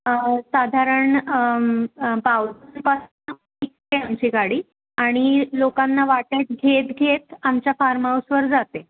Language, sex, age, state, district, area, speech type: Marathi, female, 45-60, Maharashtra, Pune, urban, conversation